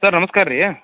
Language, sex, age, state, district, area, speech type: Kannada, male, 30-45, Karnataka, Belgaum, rural, conversation